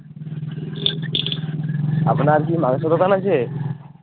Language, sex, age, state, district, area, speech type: Bengali, male, 18-30, West Bengal, Uttar Dinajpur, rural, conversation